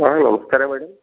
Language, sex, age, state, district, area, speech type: Kannada, male, 60+, Karnataka, Gulbarga, urban, conversation